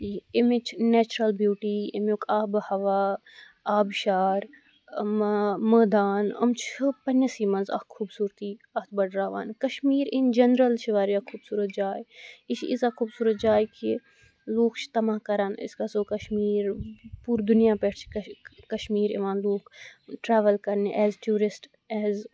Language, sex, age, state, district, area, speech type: Kashmiri, female, 18-30, Jammu and Kashmir, Kupwara, rural, spontaneous